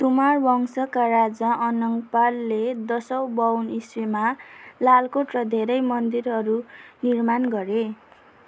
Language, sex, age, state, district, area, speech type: Nepali, female, 18-30, West Bengal, Darjeeling, rural, read